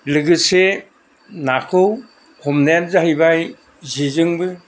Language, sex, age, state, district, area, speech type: Bodo, male, 60+, Assam, Kokrajhar, rural, spontaneous